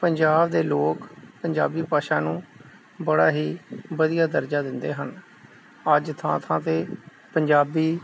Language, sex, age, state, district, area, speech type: Punjabi, male, 45-60, Punjab, Gurdaspur, rural, spontaneous